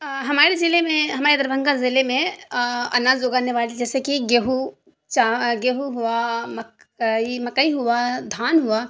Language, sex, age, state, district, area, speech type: Urdu, female, 30-45, Bihar, Darbhanga, rural, spontaneous